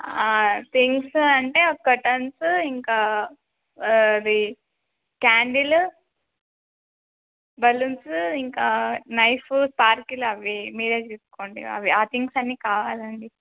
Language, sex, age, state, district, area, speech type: Telugu, female, 18-30, Telangana, Adilabad, rural, conversation